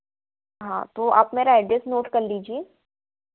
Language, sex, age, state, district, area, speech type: Hindi, female, 18-30, Madhya Pradesh, Ujjain, urban, conversation